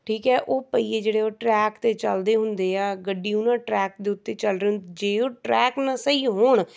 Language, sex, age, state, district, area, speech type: Punjabi, female, 30-45, Punjab, Rupnagar, urban, spontaneous